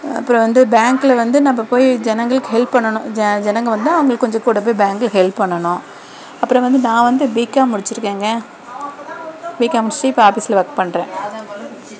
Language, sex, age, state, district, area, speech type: Tamil, female, 45-60, Tamil Nadu, Dharmapuri, urban, spontaneous